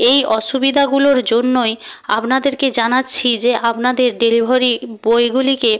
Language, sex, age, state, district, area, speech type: Bengali, female, 45-60, West Bengal, Purba Medinipur, rural, spontaneous